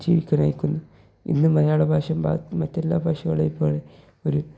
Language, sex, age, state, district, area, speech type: Malayalam, male, 18-30, Kerala, Kozhikode, rural, spontaneous